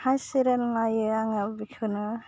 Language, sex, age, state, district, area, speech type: Bodo, female, 30-45, Assam, Udalguri, urban, spontaneous